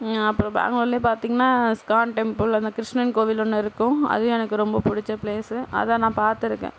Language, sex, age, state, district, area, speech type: Tamil, female, 60+, Tamil Nadu, Sivaganga, rural, spontaneous